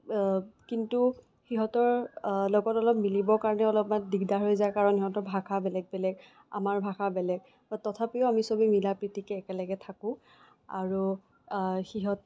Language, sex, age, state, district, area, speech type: Assamese, female, 18-30, Assam, Kamrup Metropolitan, urban, spontaneous